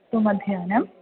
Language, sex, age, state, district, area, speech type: Sanskrit, female, 18-30, Kerala, Thrissur, rural, conversation